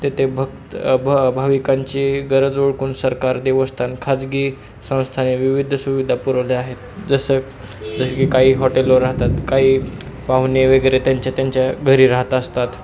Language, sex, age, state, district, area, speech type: Marathi, male, 18-30, Maharashtra, Osmanabad, rural, spontaneous